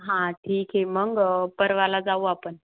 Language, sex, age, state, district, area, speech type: Marathi, female, 18-30, Maharashtra, Buldhana, rural, conversation